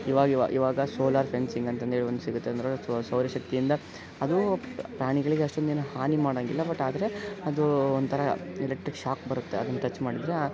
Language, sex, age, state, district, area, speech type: Kannada, male, 18-30, Karnataka, Koppal, rural, spontaneous